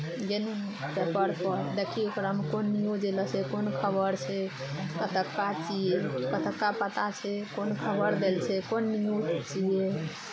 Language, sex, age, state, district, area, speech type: Maithili, female, 30-45, Bihar, Araria, rural, spontaneous